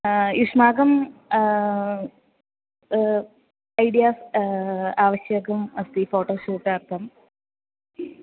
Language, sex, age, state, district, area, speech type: Sanskrit, female, 18-30, Kerala, Thrissur, urban, conversation